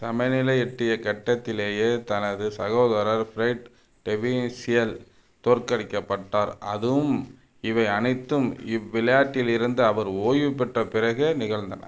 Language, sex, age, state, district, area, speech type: Tamil, male, 45-60, Tamil Nadu, Thanjavur, rural, read